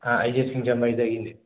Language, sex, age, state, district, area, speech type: Manipuri, male, 30-45, Manipur, Imphal West, rural, conversation